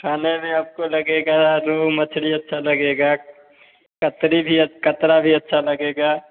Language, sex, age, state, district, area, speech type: Hindi, male, 18-30, Bihar, Samastipur, rural, conversation